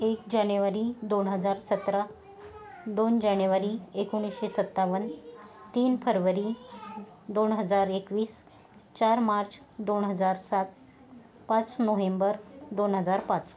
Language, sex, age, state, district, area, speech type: Marathi, female, 30-45, Maharashtra, Yavatmal, urban, spontaneous